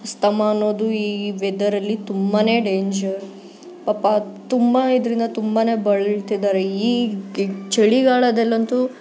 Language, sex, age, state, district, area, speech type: Kannada, female, 18-30, Karnataka, Bangalore Urban, urban, spontaneous